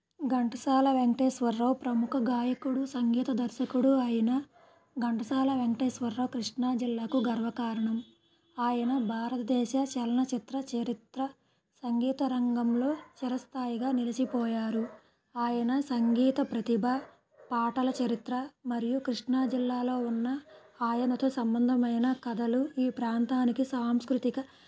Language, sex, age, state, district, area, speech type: Telugu, female, 30-45, Andhra Pradesh, Krishna, rural, spontaneous